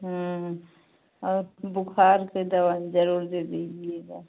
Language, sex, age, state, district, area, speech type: Hindi, female, 45-60, Uttar Pradesh, Pratapgarh, rural, conversation